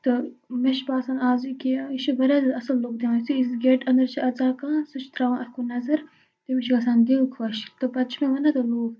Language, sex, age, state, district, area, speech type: Kashmiri, female, 45-60, Jammu and Kashmir, Baramulla, urban, spontaneous